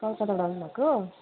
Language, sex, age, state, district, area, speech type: Nepali, female, 45-60, West Bengal, Kalimpong, rural, conversation